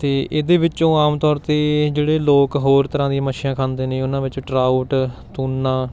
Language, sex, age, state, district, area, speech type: Punjabi, male, 18-30, Punjab, Patiala, rural, spontaneous